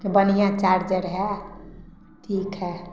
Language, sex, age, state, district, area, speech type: Maithili, female, 18-30, Bihar, Samastipur, rural, spontaneous